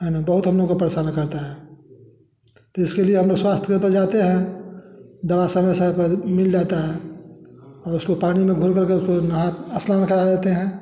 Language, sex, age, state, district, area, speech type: Hindi, male, 60+, Bihar, Samastipur, rural, spontaneous